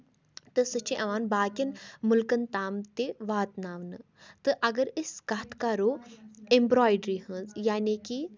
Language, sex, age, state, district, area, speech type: Kashmiri, female, 30-45, Jammu and Kashmir, Kupwara, rural, spontaneous